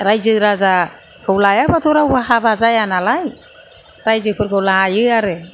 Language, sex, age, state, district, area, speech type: Bodo, female, 60+, Assam, Kokrajhar, rural, spontaneous